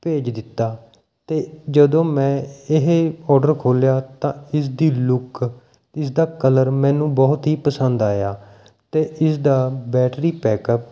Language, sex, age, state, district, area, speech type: Punjabi, male, 30-45, Punjab, Mohali, rural, spontaneous